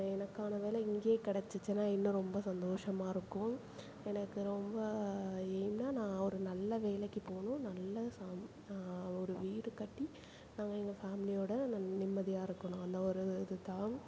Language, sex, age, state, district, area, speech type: Tamil, female, 45-60, Tamil Nadu, Perambalur, urban, spontaneous